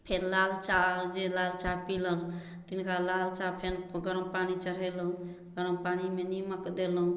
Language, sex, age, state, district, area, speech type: Maithili, female, 45-60, Bihar, Samastipur, rural, spontaneous